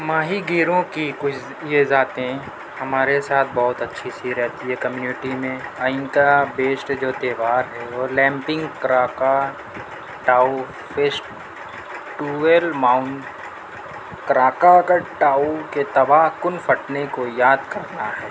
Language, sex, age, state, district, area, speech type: Urdu, male, 60+, Uttar Pradesh, Mau, urban, spontaneous